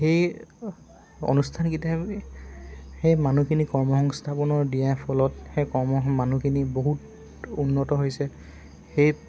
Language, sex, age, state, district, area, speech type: Assamese, male, 18-30, Assam, Dibrugarh, urban, spontaneous